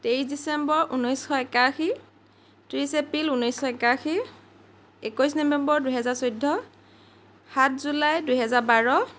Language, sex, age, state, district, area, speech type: Assamese, female, 45-60, Assam, Lakhimpur, rural, spontaneous